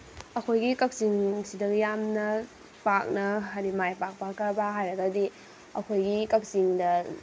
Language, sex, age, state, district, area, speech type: Manipuri, female, 18-30, Manipur, Kakching, rural, spontaneous